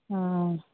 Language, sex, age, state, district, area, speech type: Maithili, female, 30-45, Bihar, Araria, rural, conversation